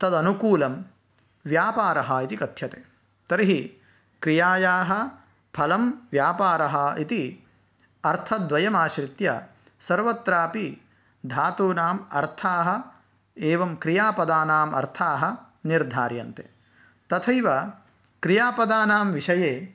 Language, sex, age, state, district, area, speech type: Sanskrit, male, 18-30, Karnataka, Uttara Kannada, rural, spontaneous